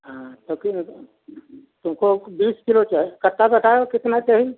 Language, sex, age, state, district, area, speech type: Hindi, male, 60+, Uttar Pradesh, Lucknow, rural, conversation